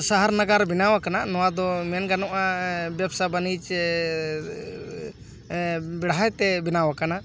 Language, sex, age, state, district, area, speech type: Santali, male, 45-60, West Bengal, Paschim Bardhaman, urban, spontaneous